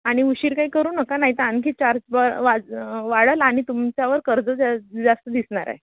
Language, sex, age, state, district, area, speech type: Marathi, female, 30-45, Maharashtra, Wardha, rural, conversation